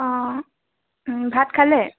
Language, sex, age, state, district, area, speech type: Assamese, female, 18-30, Assam, Dhemaji, urban, conversation